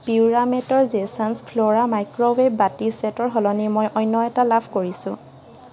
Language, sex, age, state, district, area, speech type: Assamese, female, 45-60, Assam, Charaideo, urban, read